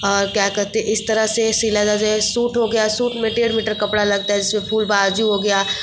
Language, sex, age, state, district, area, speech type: Hindi, female, 30-45, Uttar Pradesh, Mirzapur, rural, spontaneous